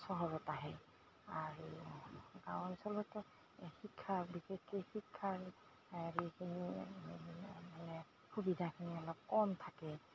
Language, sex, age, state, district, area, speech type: Assamese, female, 45-60, Assam, Goalpara, urban, spontaneous